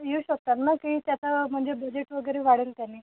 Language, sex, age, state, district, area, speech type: Marathi, female, 18-30, Maharashtra, Thane, rural, conversation